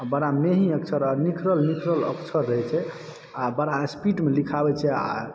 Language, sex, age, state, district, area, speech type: Maithili, male, 30-45, Bihar, Supaul, rural, spontaneous